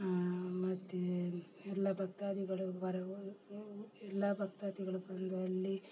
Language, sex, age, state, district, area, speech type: Kannada, female, 45-60, Karnataka, Udupi, rural, spontaneous